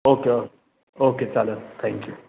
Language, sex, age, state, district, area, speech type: Marathi, male, 30-45, Maharashtra, Ahmednagar, urban, conversation